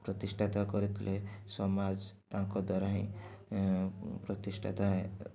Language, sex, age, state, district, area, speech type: Odia, male, 60+, Odisha, Rayagada, rural, spontaneous